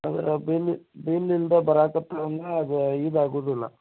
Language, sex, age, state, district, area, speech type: Kannada, male, 30-45, Karnataka, Belgaum, rural, conversation